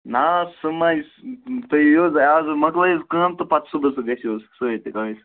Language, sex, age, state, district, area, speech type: Kashmiri, male, 30-45, Jammu and Kashmir, Bandipora, rural, conversation